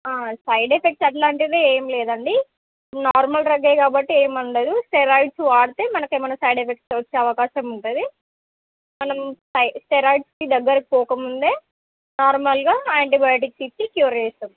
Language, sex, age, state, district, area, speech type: Telugu, female, 18-30, Telangana, Medak, urban, conversation